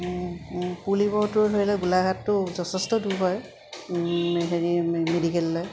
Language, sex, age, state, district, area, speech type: Assamese, female, 30-45, Assam, Golaghat, urban, spontaneous